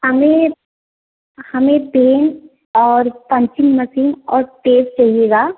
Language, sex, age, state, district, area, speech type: Hindi, female, 30-45, Uttar Pradesh, Varanasi, rural, conversation